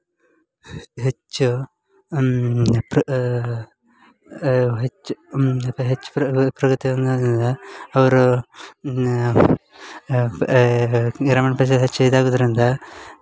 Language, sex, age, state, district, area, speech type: Kannada, male, 18-30, Karnataka, Uttara Kannada, rural, spontaneous